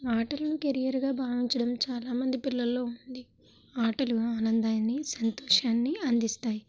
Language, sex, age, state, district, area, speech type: Telugu, female, 18-30, Andhra Pradesh, Kakinada, rural, spontaneous